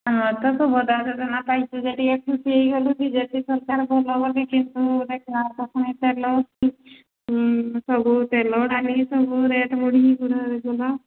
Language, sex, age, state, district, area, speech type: Odia, female, 45-60, Odisha, Angul, rural, conversation